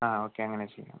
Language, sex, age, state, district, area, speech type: Malayalam, male, 30-45, Kerala, Palakkad, rural, conversation